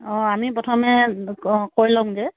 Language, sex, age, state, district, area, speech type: Assamese, female, 45-60, Assam, Charaideo, urban, conversation